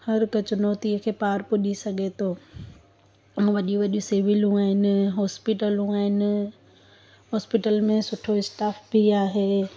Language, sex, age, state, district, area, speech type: Sindhi, female, 30-45, Gujarat, Surat, urban, spontaneous